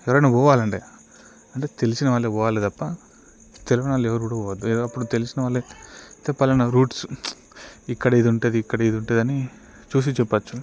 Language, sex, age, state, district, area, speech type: Telugu, male, 18-30, Telangana, Peddapalli, rural, spontaneous